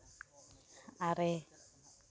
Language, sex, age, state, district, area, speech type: Santali, female, 18-30, West Bengal, Uttar Dinajpur, rural, read